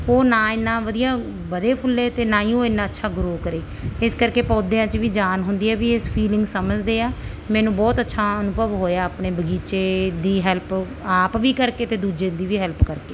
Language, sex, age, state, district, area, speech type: Punjabi, female, 30-45, Punjab, Mansa, rural, spontaneous